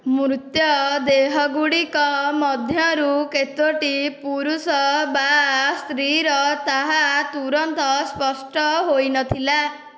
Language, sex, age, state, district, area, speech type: Odia, female, 18-30, Odisha, Dhenkanal, rural, read